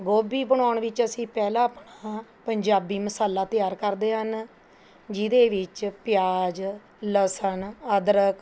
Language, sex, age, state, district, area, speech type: Punjabi, female, 45-60, Punjab, Mohali, urban, spontaneous